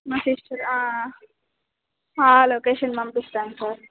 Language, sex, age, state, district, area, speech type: Telugu, female, 18-30, Telangana, Sangareddy, rural, conversation